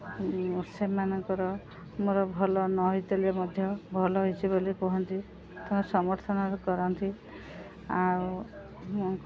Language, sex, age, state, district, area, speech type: Odia, female, 45-60, Odisha, Sundergarh, rural, spontaneous